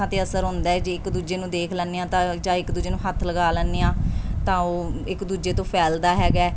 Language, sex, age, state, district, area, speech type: Punjabi, female, 30-45, Punjab, Mansa, urban, spontaneous